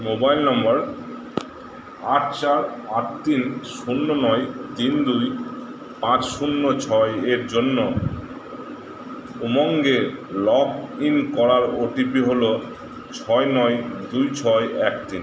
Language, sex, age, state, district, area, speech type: Bengali, male, 30-45, West Bengal, Uttar Dinajpur, urban, read